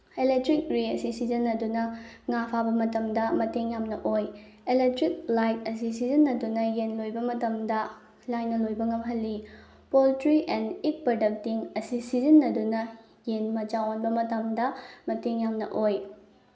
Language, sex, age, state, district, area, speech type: Manipuri, female, 18-30, Manipur, Bishnupur, rural, spontaneous